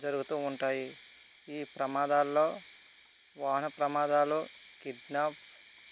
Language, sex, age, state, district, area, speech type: Telugu, male, 30-45, Andhra Pradesh, Vizianagaram, rural, spontaneous